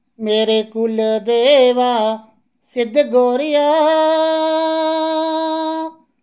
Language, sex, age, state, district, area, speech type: Dogri, male, 30-45, Jammu and Kashmir, Reasi, rural, spontaneous